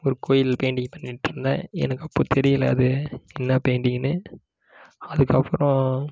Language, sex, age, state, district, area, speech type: Tamil, male, 18-30, Tamil Nadu, Kallakurichi, rural, spontaneous